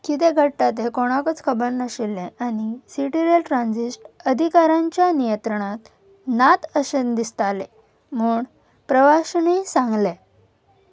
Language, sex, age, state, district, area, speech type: Goan Konkani, female, 18-30, Goa, Salcete, urban, read